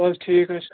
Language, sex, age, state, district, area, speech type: Kashmiri, male, 18-30, Jammu and Kashmir, Bandipora, rural, conversation